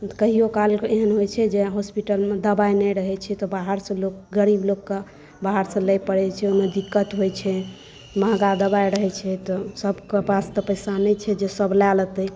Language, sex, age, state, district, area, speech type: Maithili, female, 18-30, Bihar, Saharsa, rural, spontaneous